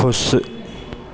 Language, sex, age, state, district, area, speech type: Hindi, male, 18-30, Madhya Pradesh, Hoshangabad, rural, read